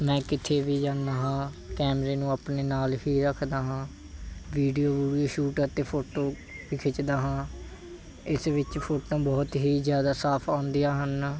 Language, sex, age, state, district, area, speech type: Punjabi, male, 18-30, Punjab, Mansa, urban, spontaneous